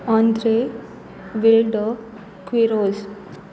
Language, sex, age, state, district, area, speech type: Goan Konkani, female, 18-30, Goa, Sanguem, rural, spontaneous